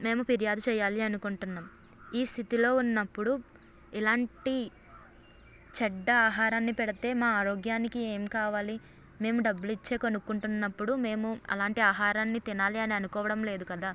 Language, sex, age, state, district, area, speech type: Telugu, female, 18-30, Andhra Pradesh, Eluru, rural, spontaneous